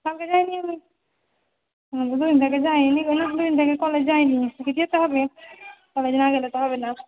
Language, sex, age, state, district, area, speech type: Bengali, female, 30-45, West Bengal, Murshidabad, rural, conversation